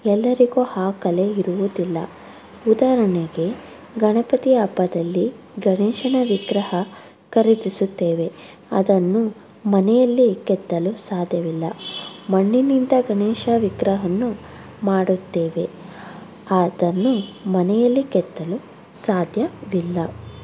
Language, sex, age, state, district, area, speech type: Kannada, female, 18-30, Karnataka, Davanagere, rural, spontaneous